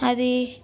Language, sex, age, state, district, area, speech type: Telugu, female, 18-30, Telangana, Warangal, rural, spontaneous